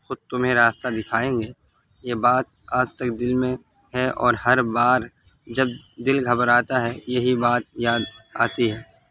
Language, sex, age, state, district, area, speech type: Urdu, male, 18-30, Delhi, North East Delhi, urban, spontaneous